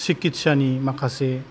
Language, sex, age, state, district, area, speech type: Bodo, male, 45-60, Assam, Kokrajhar, rural, spontaneous